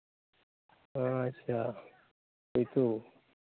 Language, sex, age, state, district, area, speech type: Santali, male, 45-60, West Bengal, Malda, rural, conversation